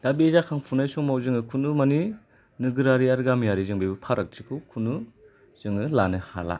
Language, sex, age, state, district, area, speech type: Bodo, male, 30-45, Assam, Kokrajhar, rural, spontaneous